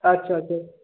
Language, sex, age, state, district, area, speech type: Bengali, male, 18-30, West Bengal, Paschim Bardhaman, urban, conversation